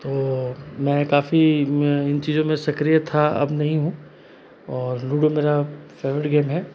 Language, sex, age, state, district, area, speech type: Hindi, male, 30-45, Rajasthan, Jodhpur, urban, spontaneous